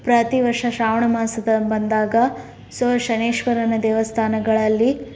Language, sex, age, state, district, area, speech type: Kannada, female, 30-45, Karnataka, Davanagere, urban, spontaneous